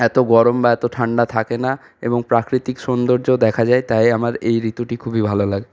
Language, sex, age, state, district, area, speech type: Bengali, male, 45-60, West Bengal, Purulia, urban, spontaneous